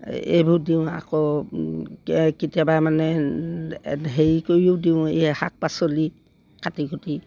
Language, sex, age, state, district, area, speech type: Assamese, female, 60+, Assam, Dibrugarh, rural, spontaneous